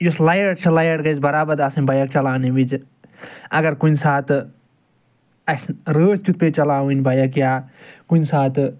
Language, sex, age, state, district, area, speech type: Kashmiri, male, 60+, Jammu and Kashmir, Srinagar, urban, spontaneous